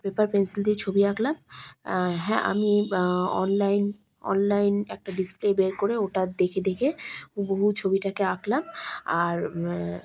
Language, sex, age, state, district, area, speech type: Bengali, female, 30-45, West Bengal, Malda, rural, spontaneous